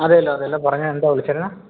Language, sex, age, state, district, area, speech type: Malayalam, male, 18-30, Kerala, Kottayam, rural, conversation